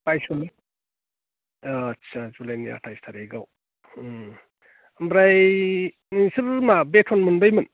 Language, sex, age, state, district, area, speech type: Bodo, male, 45-60, Assam, Kokrajhar, rural, conversation